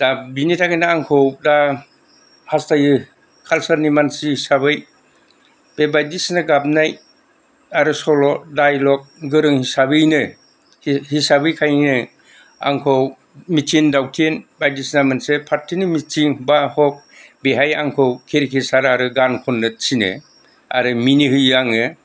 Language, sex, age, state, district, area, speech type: Bodo, male, 60+, Assam, Kokrajhar, rural, spontaneous